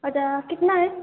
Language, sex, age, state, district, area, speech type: Urdu, female, 18-30, Uttar Pradesh, Ghaziabad, rural, conversation